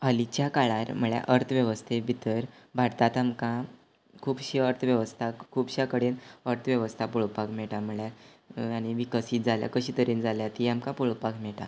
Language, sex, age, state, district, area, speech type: Goan Konkani, male, 18-30, Goa, Quepem, rural, spontaneous